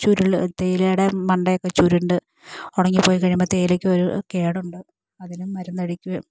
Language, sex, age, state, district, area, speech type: Malayalam, female, 45-60, Kerala, Idukki, rural, spontaneous